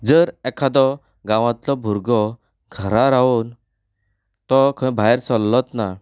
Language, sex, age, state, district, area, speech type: Goan Konkani, male, 30-45, Goa, Canacona, rural, spontaneous